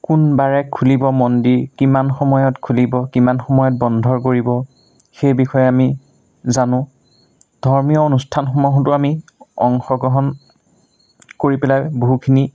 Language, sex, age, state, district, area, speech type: Assamese, male, 30-45, Assam, Majuli, urban, spontaneous